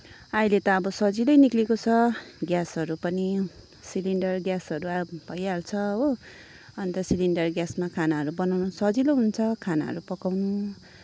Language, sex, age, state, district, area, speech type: Nepali, female, 30-45, West Bengal, Kalimpong, rural, spontaneous